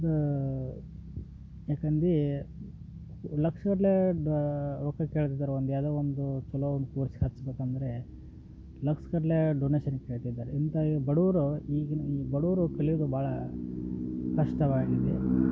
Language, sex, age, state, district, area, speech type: Kannada, male, 30-45, Karnataka, Dharwad, rural, spontaneous